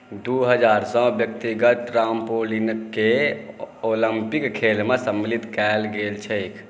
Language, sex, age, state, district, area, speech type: Maithili, male, 30-45, Bihar, Saharsa, urban, read